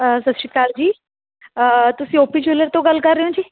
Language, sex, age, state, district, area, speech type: Punjabi, female, 30-45, Punjab, Patiala, urban, conversation